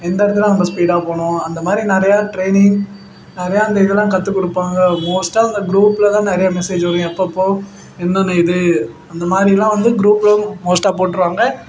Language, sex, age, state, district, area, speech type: Tamil, male, 18-30, Tamil Nadu, Perambalur, rural, spontaneous